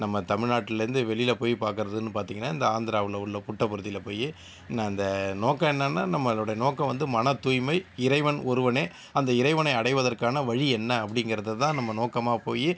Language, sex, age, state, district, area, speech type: Tamil, male, 60+, Tamil Nadu, Sivaganga, urban, spontaneous